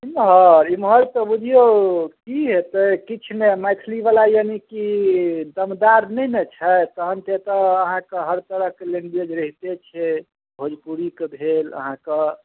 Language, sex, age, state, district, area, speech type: Maithili, male, 30-45, Bihar, Darbhanga, urban, conversation